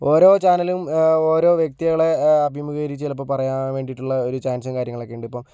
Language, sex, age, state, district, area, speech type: Malayalam, male, 60+, Kerala, Kozhikode, urban, spontaneous